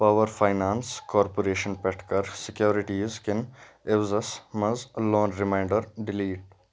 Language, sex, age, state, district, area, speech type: Kashmiri, male, 30-45, Jammu and Kashmir, Kupwara, urban, read